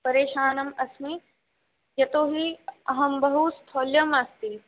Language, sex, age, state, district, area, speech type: Sanskrit, female, 18-30, Rajasthan, Jaipur, urban, conversation